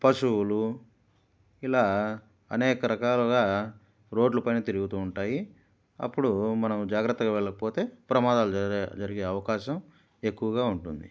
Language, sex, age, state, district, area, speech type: Telugu, male, 45-60, Andhra Pradesh, Kadapa, rural, spontaneous